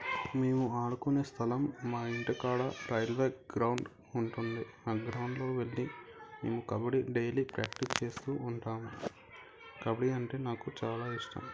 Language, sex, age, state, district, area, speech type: Telugu, male, 18-30, Andhra Pradesh, Anantapur, urban, spontaneous